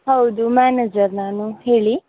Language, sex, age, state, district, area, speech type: Kannada, female, 18-30, Karnataka, Dakshina Kannada, rural, conversation